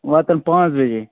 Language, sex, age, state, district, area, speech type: Kashmiri, male, 30-45, Jammu and Kashmir, Budgam, rural, conversation